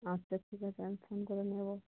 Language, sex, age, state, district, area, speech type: Bengali, female, 45-60, West Bengal, Dakshin Dinajpur, urban, conversation